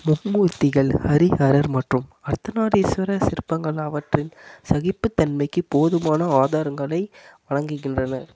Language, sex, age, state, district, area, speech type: Tamil, male, 18-30, Tamil Nadu, Namakkal, rural, read